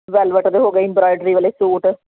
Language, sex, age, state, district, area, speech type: Punjabi, female, 45-60, Punjab, Jalandhar, urban, conversation